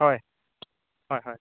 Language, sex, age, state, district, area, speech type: Assamese, male, 45-60, Assam, Dhemaji, rural, conversation